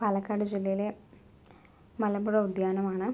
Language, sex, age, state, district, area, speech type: Malayalam, female, 30-45, Kerala, Palakkad, rural, spontaneous